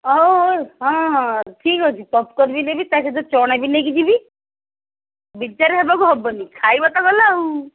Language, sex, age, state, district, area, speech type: Odia, female, 45-60, Odisha, Ganjam, urban, conversation